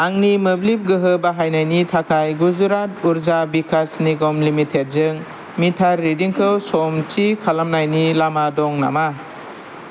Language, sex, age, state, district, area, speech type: Bodo, male, 18-30, Assam, Kokrajhar, urban, read